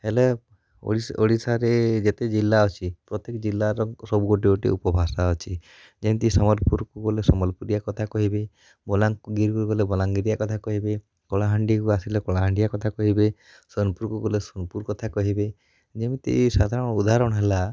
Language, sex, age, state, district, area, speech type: Odia, male, 18-30, Odisha, Kalahandi, rural, spontaneous